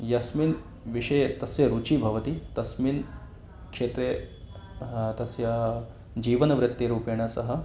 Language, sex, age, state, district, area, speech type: Sanskrit, male, 18-30, Madhya Pradesh, Ujjain, urban, spontaneous